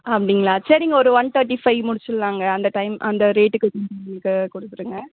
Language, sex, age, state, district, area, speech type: Tamil, female, 30-45, Tamil Nadu, Vellore, urban, conversation